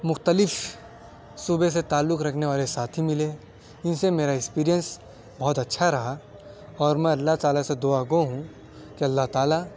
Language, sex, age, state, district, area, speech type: Urdu, male, 18-30, Delhi, South Delhi, urban, spontaneous